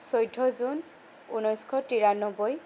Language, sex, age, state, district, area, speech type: Assamese, female, 18-30, Assam, Sonitpur, urban, spontaneous